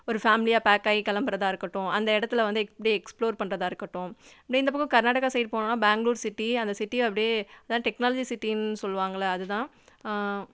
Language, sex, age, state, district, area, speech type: Tamil, female, 18-30, Tamil Nadu, Madurai, urban, spontaneous